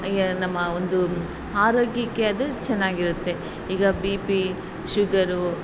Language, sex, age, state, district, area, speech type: Kannada, female, 45-60, Karnataka, Ramanagara, rural, spontaneous